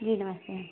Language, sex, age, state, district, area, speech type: Hindi, female, 18-30, Uttar Pradesh, Azamgarh, rural, conversation